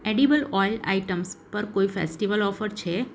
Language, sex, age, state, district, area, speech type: Gujarati, female, 30-45, Gujarat, Surat, urban, read